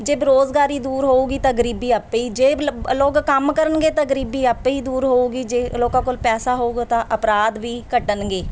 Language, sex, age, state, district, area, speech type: Punjabi, female, 30-45, Punjab, Mansa, urban, spontaneous